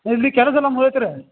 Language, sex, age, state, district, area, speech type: Kannada, male, 45-60, Karnataka, Belgaum, rural, conversation